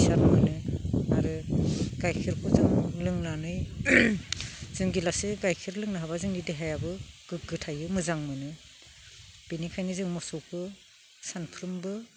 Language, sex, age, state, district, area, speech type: Bodo, female, 45-60, Assam, Udalguri, rural, spontaneous